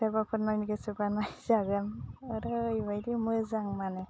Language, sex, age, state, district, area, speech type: Bodo, female, 30-45, Assam, Udalguri, urban, spontaneous